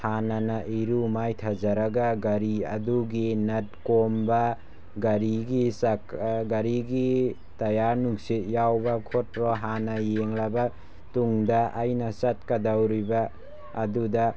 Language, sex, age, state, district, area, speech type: Manipuri, male, 18-30, Manipur, Tengnoupal, rural, spontaneous